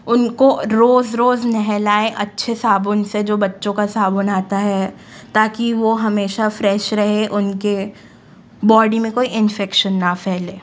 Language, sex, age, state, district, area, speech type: Hindi, female, 18-30, Madhya Pradesh, Jabalpur, urban, spontaneous